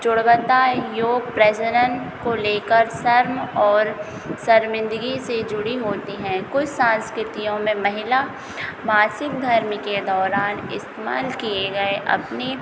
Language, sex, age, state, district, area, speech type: Hindi, female, 30-45, Madhya Pradesh, Hoshangabad, rural, spontaneous